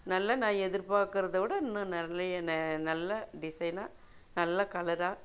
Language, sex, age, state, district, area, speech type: Tamil, female, 60+, Tamil Nadu, Dharmapuri, rural, spontaneous